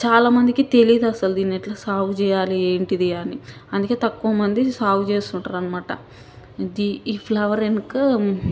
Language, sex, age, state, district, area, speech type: Telugu, female, 18-30, Telangana, Hyderabad, urban, spontaneous